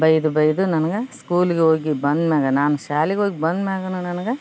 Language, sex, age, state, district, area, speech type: Kannada, female, 30-45, Karnataka, Koppal, urban, spontaneous